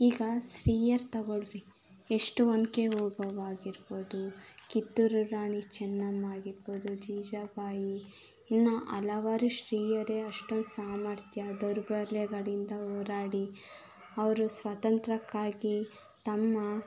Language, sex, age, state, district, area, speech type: Kannada, female, 18-30, Karnataka, Chitradurga, rural, spontaneous